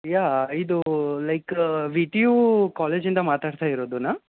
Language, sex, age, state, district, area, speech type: Kannada, male, 18-30, Karnataka, Gulbarga, urban, conversation